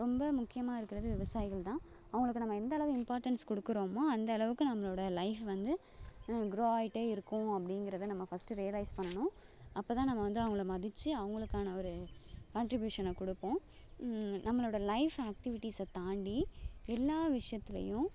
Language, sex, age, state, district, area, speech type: Tamil, female, 30-45, Tamil Nadu, Thanjavur, urban, spontaneous